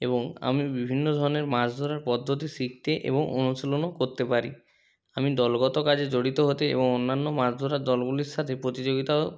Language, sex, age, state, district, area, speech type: Bengali, male, 30-45, West Bengal, South 24 Parganas, rural, spontaneous